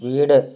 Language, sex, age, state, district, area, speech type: Malayalam, male, 60+, Kerala, Wayanad, rural, read